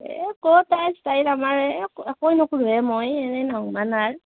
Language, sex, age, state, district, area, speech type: Assamese, female, 18-30, Assam, Nalbari, rural, conversation